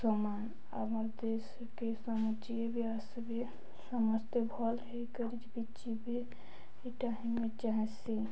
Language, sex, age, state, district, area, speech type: Odia, female, 18-30, Odisha, Balangir, urban, spontaneous